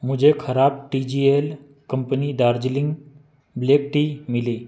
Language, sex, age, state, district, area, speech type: Hindi, male, 30-45, Madhya Pradesh, Betul, urban, read